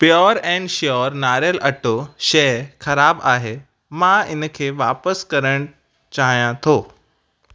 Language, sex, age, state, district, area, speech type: Sindhi, male, 18-30, Rajasthan, Ajmer, urban, read